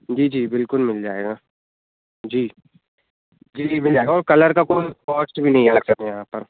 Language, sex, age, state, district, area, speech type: Hindi, male, 18-30, Madhya Pradesh, Jabalpur, urban, conversation